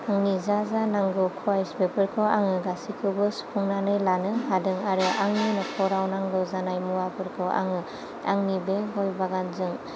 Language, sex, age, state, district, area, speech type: Bodo, female, 30-45, Assam, Chirang, urban, spontaneous